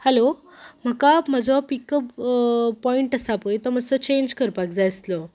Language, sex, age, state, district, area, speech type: Goan Konkani, female, 18-30, Goa, Ponda, rural, spontaneous